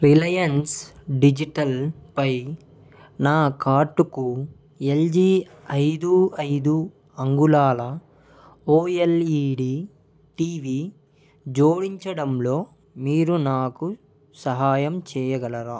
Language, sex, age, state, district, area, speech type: Telugu, male, 18-30, Andhra Pradesh, Nellore, rural, read